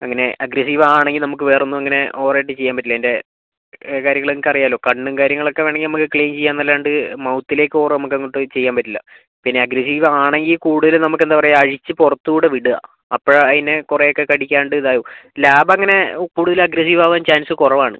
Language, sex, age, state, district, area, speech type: Malayalam, female, 30-45, Kerala, Kozhikode, urban, conversation